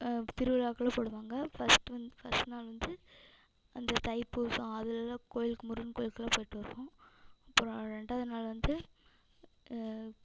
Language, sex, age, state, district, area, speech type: Tamil, female, 18-30, Tamil Nadu, Namakkal, rural, spontaneous